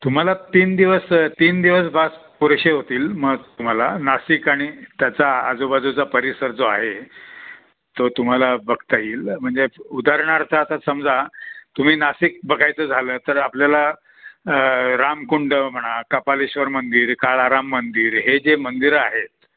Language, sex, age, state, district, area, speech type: Marathi, male, 60+, Maharashtra, Nashik, urban, conversation